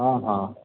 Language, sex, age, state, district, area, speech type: Odia, male, 60+, Odisha, Gajapati, rural, conversation